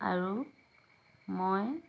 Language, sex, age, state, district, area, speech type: Assamese, female, 45-60, Assam, Dhemaji, urban, read